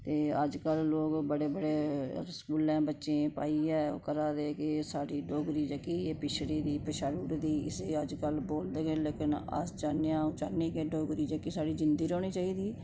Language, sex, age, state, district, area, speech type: Dogri, female, 45-60, Jammu and Kashmir, Udhampur, urban, spontaneous